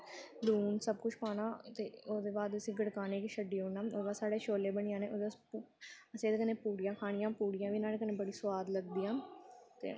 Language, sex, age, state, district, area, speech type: Dogri, female, 18-30, Jammu and Kashmir, Samba, rural, spontaneous